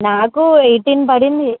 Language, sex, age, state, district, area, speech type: Telugu, female, 18-30, Telangana, Karimnagar, urban, conversation